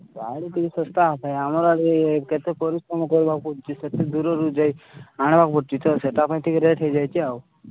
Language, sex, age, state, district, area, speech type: Odia, male, 18-30, Odisha, Koraput, urban, conversation